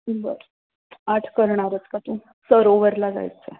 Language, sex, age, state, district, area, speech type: Marathi, female, 30-45, Maharashtra, Sangli, urban, conversation